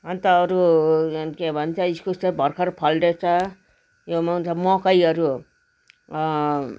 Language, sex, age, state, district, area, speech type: Nepali, female, 60+, West Bengal, Darjeeling, rural, spontaneous